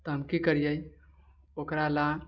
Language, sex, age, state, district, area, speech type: Maithili, male, 18-30, Bihar, Purnia, rural, spontaneous